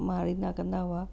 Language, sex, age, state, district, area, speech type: Sindhi, female, 60+, Rajasthan, Ajmer, urban, spontaneous